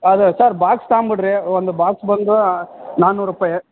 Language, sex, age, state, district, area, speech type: Kannada, male, 18-30, Karnataka, Bellary, rural, conversation